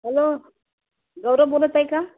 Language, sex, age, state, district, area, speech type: Marathi, female, 60+, Maharashtra, Wardha, rural, conversation